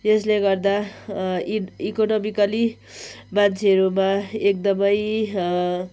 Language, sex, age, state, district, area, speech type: Nepali, female, 30-45, West Bengal, Kalimpong, rural, spontaneous